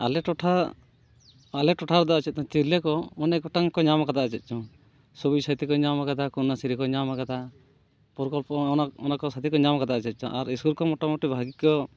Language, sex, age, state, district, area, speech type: Santali, male, 30-45, West Bengal, Purulia, rural, spontaneous